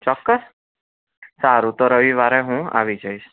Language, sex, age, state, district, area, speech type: Gujarati, male, 18-30, Gujarat, Anand, urban, conversation